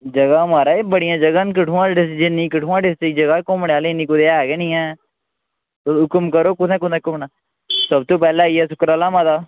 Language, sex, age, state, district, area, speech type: Dogri, male, 18-30, Jammu and Kashmir, Kathua, rural, conversation